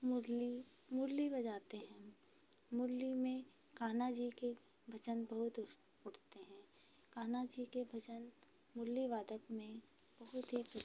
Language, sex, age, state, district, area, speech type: Hindi, female, 30-45, Madhya Pradesh, Hoshangabad, urban, spontaneous